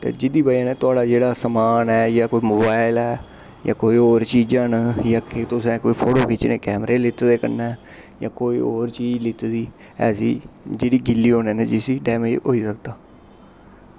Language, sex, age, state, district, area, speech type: Dogri, male, 18-30, Jammu and Kashmir, Kathua, rural, spontaneous